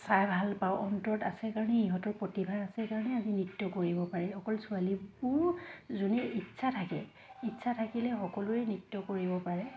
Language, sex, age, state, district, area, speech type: Assamese, female, 30-45, Assam, Dhemaji, rural, spontaneous